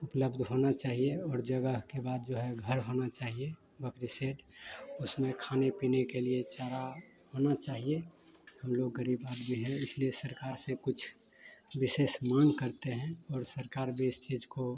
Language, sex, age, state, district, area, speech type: Hindi, male, 30-45, Bihar, Madhepura, rural, spontaneous